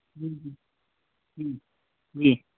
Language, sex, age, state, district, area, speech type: Urdu, male, 18-30, Uttar Pradesh, Balrampur, rural, conversation